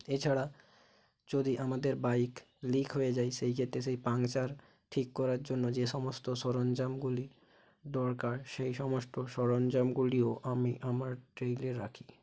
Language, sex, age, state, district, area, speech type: Bengali, male, 45-60, West Bengal, Bankura, urban, spontaneous